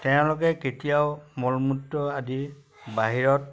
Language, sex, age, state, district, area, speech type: Assamese, male, 60+, Assam, Majuli, rural, spontaneous